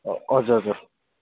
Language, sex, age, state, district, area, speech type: Nepali, male, 18-30, West Bengal, Kalimpong, rural, conversation